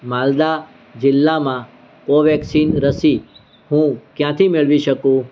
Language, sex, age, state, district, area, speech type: Gujarati, male, 60+, Gujarat, Surat, urban, read